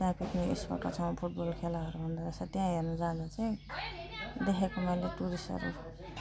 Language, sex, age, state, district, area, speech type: Nepali, female, 45-60, West Bengal, Alipurduar, rural, spontaneous